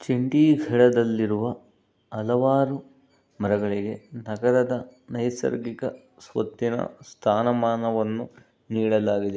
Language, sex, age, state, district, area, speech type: Kannada, male, 60+, Karnataka, Bangalore Rural, urban, read